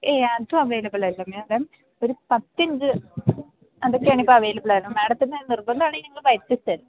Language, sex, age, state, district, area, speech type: Malayalam, female, 18-30, Kerala, Idukki, rural, conversation